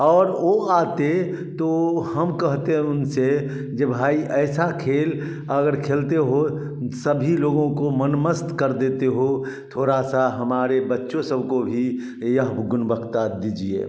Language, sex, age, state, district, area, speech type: Hindi, male, 60+, Bihar, Samastipur, rural, spontaneous